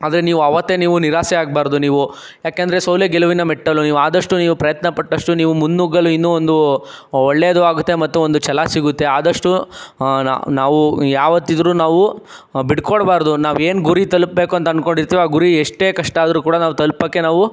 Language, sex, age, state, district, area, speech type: Kannada, male, 60+, Karnataka, Chikkaballapur, rural, spontaneous